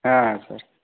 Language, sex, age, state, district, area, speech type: Bengali, male, 18-30, West Bengal, Purulia, urban, conversation